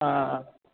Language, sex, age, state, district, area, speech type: Telugu, male, 18-30, Andhra Pradesh, West Godavari, rural, conversation